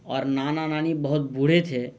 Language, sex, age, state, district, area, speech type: Urdu, male, 30-45, Bihar, Purnia, rural, spontaneous